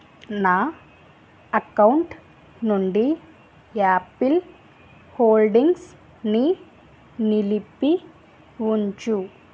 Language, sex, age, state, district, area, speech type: Telugu, female, 30-45, Andhra Pradesh, East Godavari, rural, read